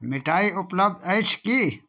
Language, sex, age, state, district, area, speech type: Maithili, male, 30-45, Bihar, Darbhanga, urban, read